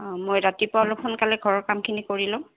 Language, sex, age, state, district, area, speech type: Assamese, female, 60+, Assam, Goalpara, urban, conversation